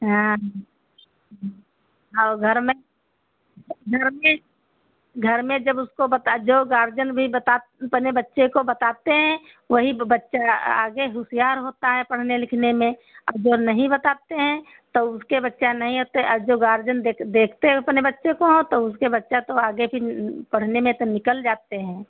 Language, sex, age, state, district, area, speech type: Hindi, female, 60+, Uttar Pradesh, Sitapur, rural, conversation